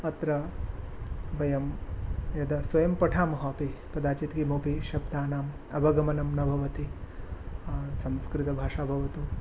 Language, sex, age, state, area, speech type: Sanskrit, male, 18-30, Assam, rural, spontaneous